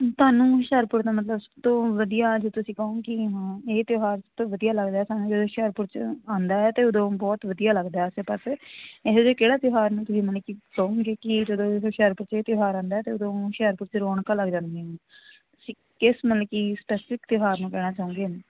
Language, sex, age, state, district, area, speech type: Punjabi, female, 18-30, Punjab, Hoshiarpur, urban, conversation